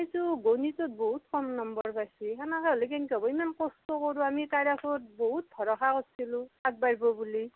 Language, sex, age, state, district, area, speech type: Assamese, female, 45-60, Assam, Nalbari, rural, conversation